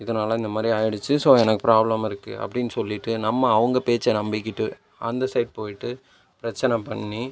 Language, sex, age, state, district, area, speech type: Tamil, male, 45-60, Tamil Nadu, Cuddalore, rural, spontaneous